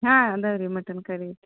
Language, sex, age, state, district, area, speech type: Kannada, female, 45-60, Karnataka, Gadag, rural, conversation